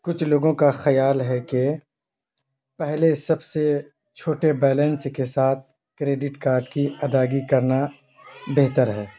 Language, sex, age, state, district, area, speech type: Urdu, male, 18-30, Bihar, Purnia, rural, read